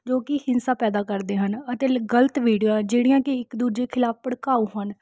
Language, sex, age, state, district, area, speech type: Punjabi, female, 18-30, Punjab, Rupnagar, urban, spontaneous